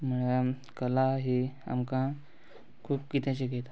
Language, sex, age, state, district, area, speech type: Goan Konkani, male, 18-30, Goa, Quepem, rural, spontaneous